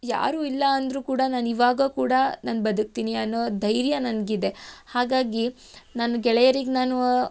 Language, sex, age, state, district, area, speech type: Kannada, female, 18-30, Karnataka, Tumkur, rural, spontaneous